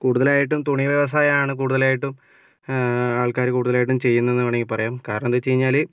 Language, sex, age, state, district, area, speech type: Malayalam, male, 45-60, Kerala, Kozhikode, urban, spontaneous